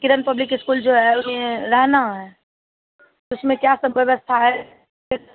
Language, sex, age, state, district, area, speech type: Hindi, female, 30-45, Bihar, Madhepura, rural, conversation